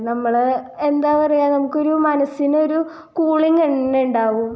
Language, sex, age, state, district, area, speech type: Malayalam, female, 18-30, Kerala, Ernakulam, rural, spontaneous